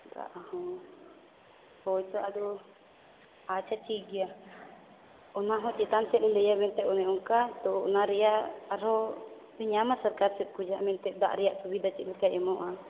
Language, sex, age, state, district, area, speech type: Santali, female, 18-30, Jharkhand, Seraikela Kharsawan, rural, conversation